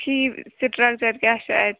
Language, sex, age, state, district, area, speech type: Kashmiri, female, 30-45, Jammu and Kashmir, Kulgam, rural, conversation